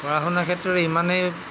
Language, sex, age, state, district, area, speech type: Assamese, male, 60+, Assam, Tinsukia, rural, spontaneous